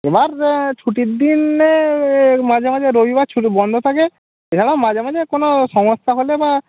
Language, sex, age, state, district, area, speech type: Bengali, male, 30-45, West Bengal, Jalpaiguri, rural, conversation